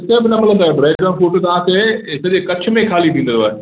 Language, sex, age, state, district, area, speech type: Sindhi, male, 60+, Gujarat, Kutch, rural, conversation